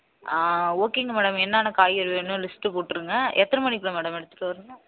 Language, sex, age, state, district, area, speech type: Tamil, female, 18-30, Tamil Nadu, Namakkal, urban, conversation